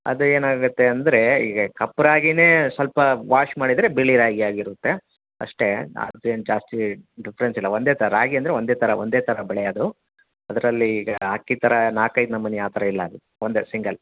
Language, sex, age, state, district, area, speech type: Kannada, male, 45-60, Karnataka, Davanagere, urban, conversation